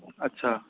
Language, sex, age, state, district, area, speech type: Maithili, male, 18-30, Bihar, Madhubani, rural, conversation